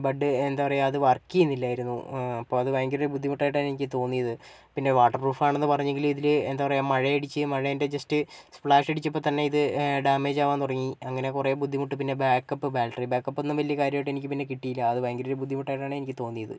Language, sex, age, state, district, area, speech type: Malayalam, male, 30-45, Kerala, Wayanad, rural, spontaneous